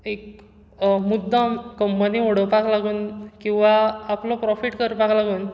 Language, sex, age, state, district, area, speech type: Goan Konkani, male, 18-30, Goa, Bardez, rural, spontaneous